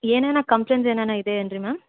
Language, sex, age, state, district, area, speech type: Kannada, female, 18-30, Karnataka, Gulbarga, urban, conversation